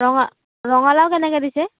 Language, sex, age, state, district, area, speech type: Assamese, female, 30-45, Assam, Kamrup Metropolitan, urban, conversation